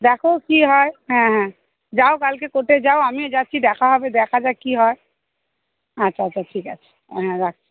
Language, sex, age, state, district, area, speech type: Bengali, female, 30-45, West Bengal, Hooghly, urban, conversation